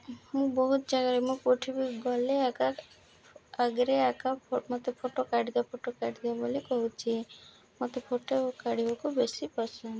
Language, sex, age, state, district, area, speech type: Odia, female, 30-45, Odisha, Malkangiri, urban, spontaneous